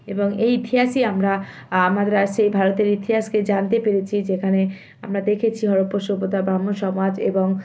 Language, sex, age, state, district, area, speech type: Bengali, female, 18-30, West Bengal, Malda, rural, spontaneous